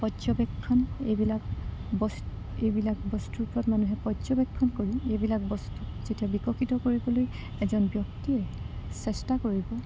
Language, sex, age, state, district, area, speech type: Assamese, female, 30-45, Assam, Morigaon, rural, spontaneous